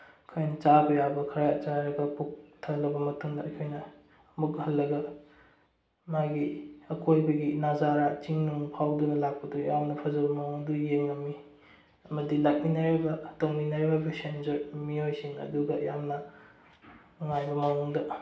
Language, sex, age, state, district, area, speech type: Manipuri, male, 18-30, Manipur, Bishnupur, rural, spontaneous